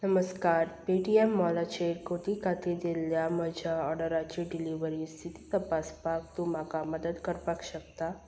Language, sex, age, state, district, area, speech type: Goan Konkani, female, 18-30, Goa, Salcete, rural, read